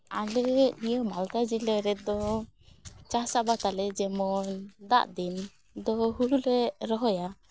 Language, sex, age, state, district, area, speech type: Santali, female, 18-30, West Bengal, Malda, rural, spontaneous